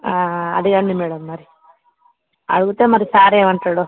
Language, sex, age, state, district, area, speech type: Telugu, female, 45-60, Andhra Pradesh, Visakhapatnam, urban, conversation